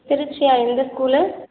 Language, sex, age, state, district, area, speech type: Tamil, female, 45-60, Tamil Nadu, Tiruchirappalli, rural, conversation